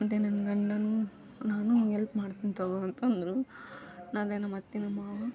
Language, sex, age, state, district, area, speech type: Kannada, female, 18-30, Karnataka, Koppal, rural, spontaneous